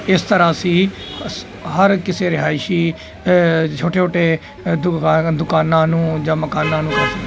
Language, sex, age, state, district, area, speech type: Punjabi, male, 30-45, Punjab, Jalandhar, urban, spontaneous